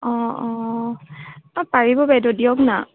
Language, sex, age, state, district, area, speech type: Assamese, female, 18-30, Assam, Morigaon, rural, conversation